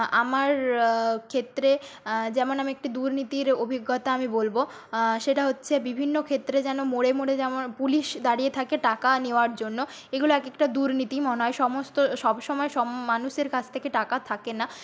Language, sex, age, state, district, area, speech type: Bengali, female, 30-45, West Bengal, Nadia, rural, spontaneous